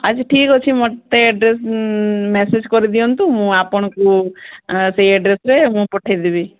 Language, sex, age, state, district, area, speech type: Odia, female, 18-30, Odisha, Sundergarh, urban, conversation